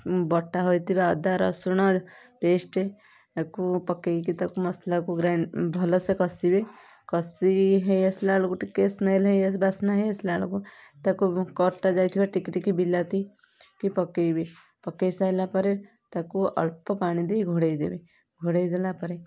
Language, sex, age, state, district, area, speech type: Odia, female, 30-45, Odisha, Kendujhar, urban, spontaneous